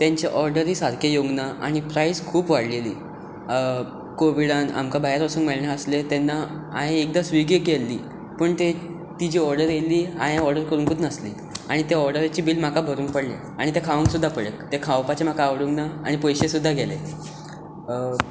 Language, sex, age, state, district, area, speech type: Goan Konkani, male, 18-30, Goa, Tiswadi, rural, spontaneous